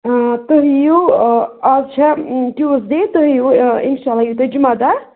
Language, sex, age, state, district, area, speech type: Kashmiri, other, 30-45, Jammu and Kashmir, Budgam, rural, conversation